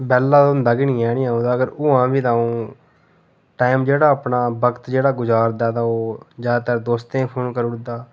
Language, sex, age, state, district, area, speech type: Dogri, male, 30-45, Jammu and Kashmir, Udhampur, rural, spontaneous